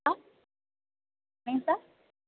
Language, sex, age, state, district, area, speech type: Tamil, female, 18-30, Tamil Nadu, Nagapattinam, rural, conversation